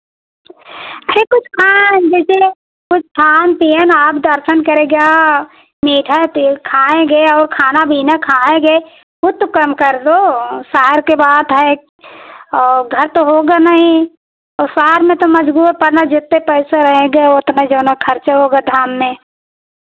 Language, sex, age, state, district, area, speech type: Hindi, female, 60+, Uttar Pradesh, Pratapgarh, rural, conversation